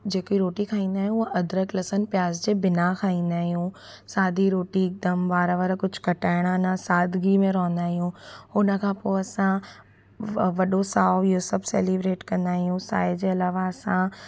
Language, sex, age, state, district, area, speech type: Sindhi, female, 18-30, Gujarat, Surat, urban, spontaneous